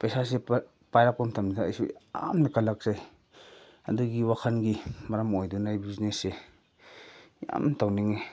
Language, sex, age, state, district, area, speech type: Manipuri, male, 45-60, Manipur, Chandel, rural, spontaneous